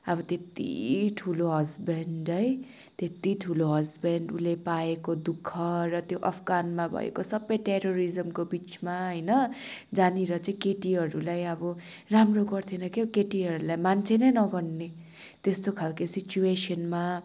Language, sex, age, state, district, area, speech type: Nepali, female, 18-30, West Bengal, Darjeeling, rural, spontaneous